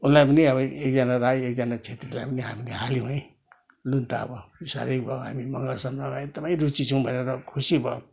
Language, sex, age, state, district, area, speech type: Nepali, male, 60+, West Bengal, Kalimpong, rural, spontaneous